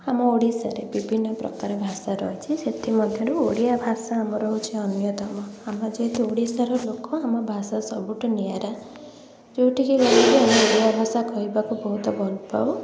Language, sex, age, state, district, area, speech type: Odia, female, 18-30, Odisha, Puri, urban, spontaneous